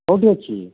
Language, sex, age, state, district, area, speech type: Odia, male, 45-60, Odisha, Boudh, rural, conversation